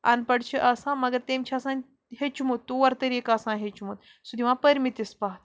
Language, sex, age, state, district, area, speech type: Kashmiri, female, 18-30, Jammu and Kashmir, Bandipora, rural, spontaneous